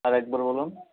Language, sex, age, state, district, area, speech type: Bengali, male, 18-30, West Bengal, Uttar Dinajpur, urban, conversation